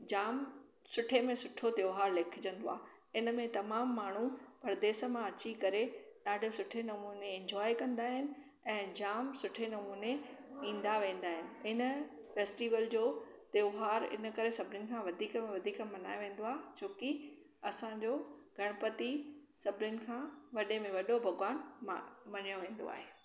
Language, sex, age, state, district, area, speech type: Sindhi, female, 45-60, Maharashtra, Thane, urban, spontaneous